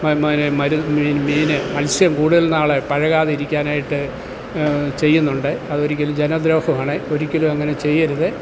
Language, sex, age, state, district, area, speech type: Malayalam, male, 60+, Kerala, Kottayam, urban, spontaneous